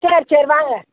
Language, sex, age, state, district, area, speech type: Tamil, female, 60+, Tamil Nadu, Tiruppur, rural, conversation